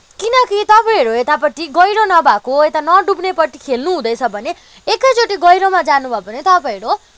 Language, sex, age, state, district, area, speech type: Nepali, female, 30-45, West Bengal, Kalimpong, rural, spontaneous